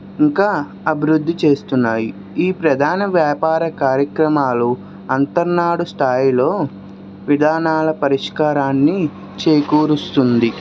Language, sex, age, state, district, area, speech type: Telugu, male, 30-45, Andhra Pradesh, Krishna, urban, spontaneous